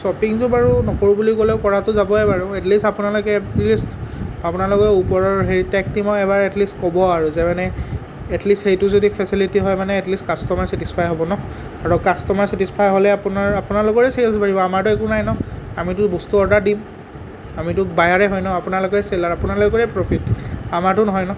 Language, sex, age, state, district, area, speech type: Assamese, male, 18-30, Assam, Nalbari, rural, spontaneous